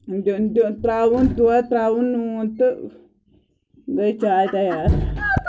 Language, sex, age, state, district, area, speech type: Kashmiri, female, 18-30, Jammu and Kashmir, Pulwama, rural, spontaneous